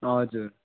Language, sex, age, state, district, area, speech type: Nepali, male, 18-30, West Bengal, Darjeeling, rural, conversation